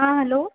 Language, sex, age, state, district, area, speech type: Maithili, female, 18-30, Bihar, Supaul, rural, conversation